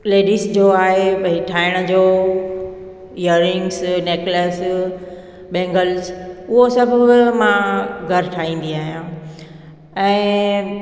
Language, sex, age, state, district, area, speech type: Sindhi, female, 45-60, Gujarat, Junagadh, urban, spontaneous